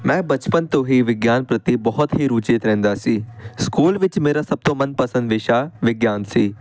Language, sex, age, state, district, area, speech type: Punjabi, male, 18-30, Punjab, Amritsar, urban, spontaneous